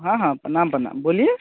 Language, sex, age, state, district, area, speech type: Maithili, male, 18-30, Bihar, Muzaffarpur, rural, conversation